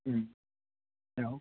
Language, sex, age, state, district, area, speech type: Bodo, other, 60+, Assam, Chirang, rural, conversation